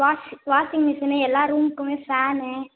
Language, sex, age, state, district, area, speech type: Tamil, female, 18-30, Tamil Nadu, Theni, rural, conversation